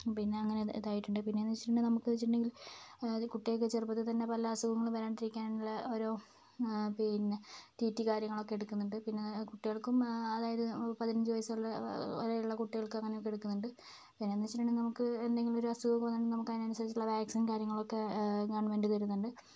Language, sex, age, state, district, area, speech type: Malayalam, other, 30-45, Kerala, Kozhikode, urban, spontaneous